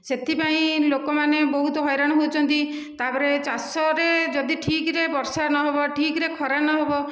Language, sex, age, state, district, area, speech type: Odia, female, 45-60, Odisha, Dhenkanal, rural, spontaneous